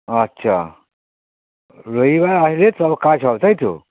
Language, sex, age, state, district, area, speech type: Bengali, male, 60+, West Bengal, Hooghly, rural, conversation